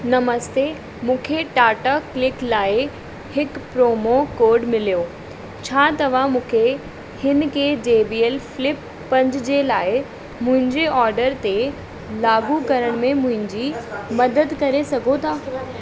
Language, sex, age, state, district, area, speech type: Sindhi, female, 18-30, Delhi, South Delhi, urban, read